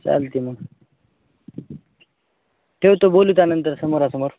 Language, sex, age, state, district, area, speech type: Marathi, male, 18-30, Maharashtra, Nanded, rural, conversation